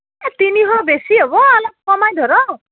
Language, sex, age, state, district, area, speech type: Assamese, female, 30-45, Assam, Kamrup Metropolitan, urban, conversation